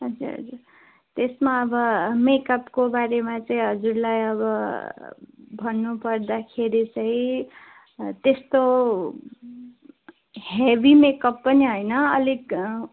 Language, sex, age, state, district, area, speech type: Nepali, female, 18-30, West Bengal, Darjeeling, rural, conversation